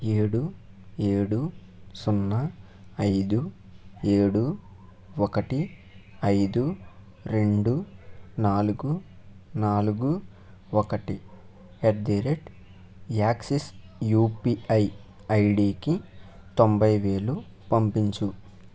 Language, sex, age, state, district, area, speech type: Telugu, male, 18-30, Andhra Pradesh, Eluru, urban, read